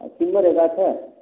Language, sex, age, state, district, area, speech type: Maithili, male, 18-30, Bihar, Samastipur, rural, conversation